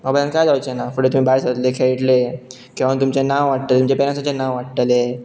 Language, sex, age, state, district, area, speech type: Goan Konkani, male, 18-30, Goa, Pernem, rural, spontaneous